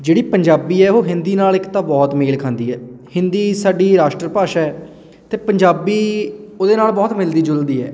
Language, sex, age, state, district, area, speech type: Punjabi, male, 18-30, Punjab, Patiala, urban, spontaneous